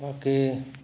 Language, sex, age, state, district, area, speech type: Dogri, male, 30-45, Jammu and Kashmir, Reasi, urban, spontaneous